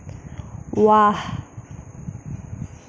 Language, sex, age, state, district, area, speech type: Assamese, female, 18-30, Assam, Sonitpur, rural, read